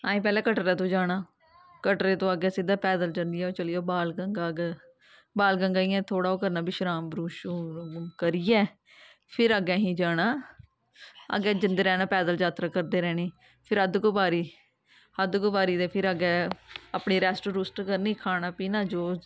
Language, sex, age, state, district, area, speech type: Dogri, female, 18-30, Jammu and Kashmir, Kathua, rural, spontaneous